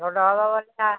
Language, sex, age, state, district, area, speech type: Odia, male, 60+, Odisha, Nayagarh, rural, conversation